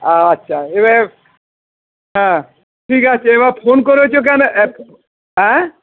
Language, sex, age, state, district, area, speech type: Bengali, male, 60+, West Bengal, Howrah, urban, conversation